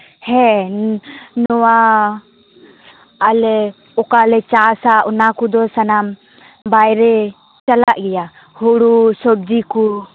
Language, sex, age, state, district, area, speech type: Santali, female, 18-30, West Bengal, Purba Bardhaman, rural, conversation